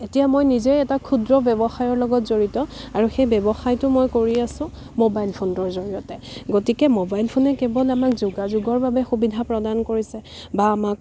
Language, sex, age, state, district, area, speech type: Assamese, female, 30-45, Assam, Dibrugarh, rural, spontaneous